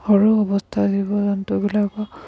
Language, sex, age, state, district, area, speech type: Assamese, female, 60+, Assam, Dibrugarh, rural, spontaneous